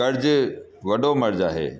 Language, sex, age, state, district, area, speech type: Sindhi, male, 45-60, Rajasthan, Ajmer, urban, spontaneous